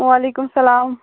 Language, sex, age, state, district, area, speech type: Kashmiri, female, 30-45, Jammu and Kashmir, Shopian, rural, conversation